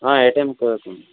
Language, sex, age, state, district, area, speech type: Kannada, male, 18-30, Karnataka, Davanagere, rural, conversation